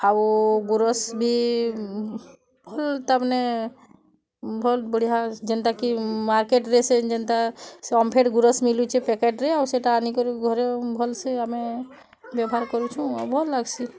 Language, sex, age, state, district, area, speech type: Odia, female, 30-45, Odisha, Bargarh, urban, spontaneous